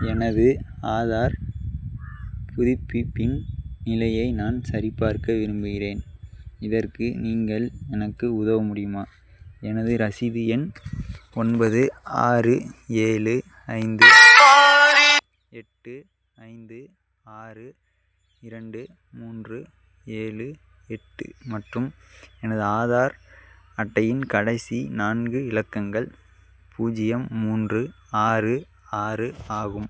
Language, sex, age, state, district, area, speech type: Tamil, male, 18-30, Tamil Nadu, Madurai, urban, read